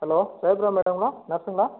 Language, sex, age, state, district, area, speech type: Tamil, male, 30-45, Tamil Nadu, Cuddalore, rural, conversation